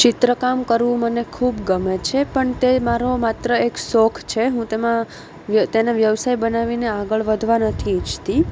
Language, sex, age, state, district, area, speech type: Gujarati, female, 18-30, Gujarat, Junagadh, urban, spontaneous